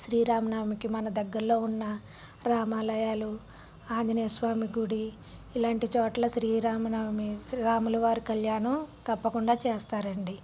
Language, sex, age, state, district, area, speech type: Telugu, female, 30-45, Andhra Pradesh, Palnadu, rural, spontaneous